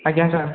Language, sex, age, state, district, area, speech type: Odia, male, 18-30, Odisha, Puri, urban, conversation